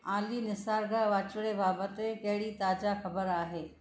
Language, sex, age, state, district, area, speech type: Sindhi, female, 45-60, Maharashtra, Thane, urban, read